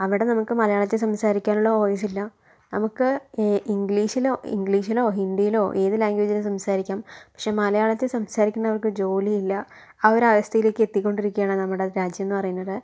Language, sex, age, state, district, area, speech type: Malayalam, female, 18-30, Kerala, Palakkad, urban, spontaneous